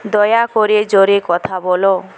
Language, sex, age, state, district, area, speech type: Bengali, female, 18-30, West Bengal, Jhargram, rural, read